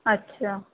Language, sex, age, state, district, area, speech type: Sindhi, female, 30-45, Madhya Pradesh, Katni, rural, conversation